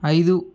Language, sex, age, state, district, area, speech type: Telugu, male, 18-30, Andhra Pradesh, Vizianagaram, rural, read